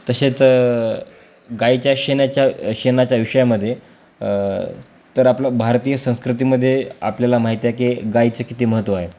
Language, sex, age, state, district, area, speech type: Marathi, male, 18-30, Maharashtra, Beed, rural, spontaneous